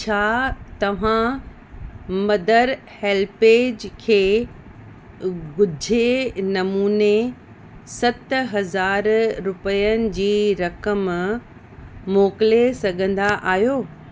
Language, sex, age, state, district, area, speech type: Sindhi, female, 30-45, Uttar Pradesh, Lucknow, urban, read